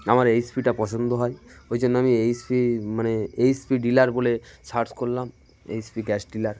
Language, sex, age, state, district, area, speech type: Bengali, male, 30-45, West Bengal, Cooch Behar, urban, spontaneous